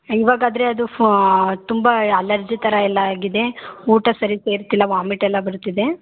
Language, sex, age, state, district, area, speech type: Kannada, female, 18-30, Karnataka, Hassan, rural, conversation